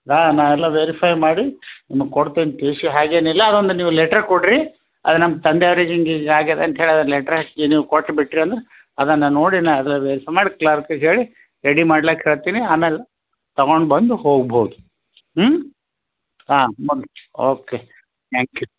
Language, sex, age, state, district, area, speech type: Kannada, male, 60+, Karnataka, Bidar, urban, conversation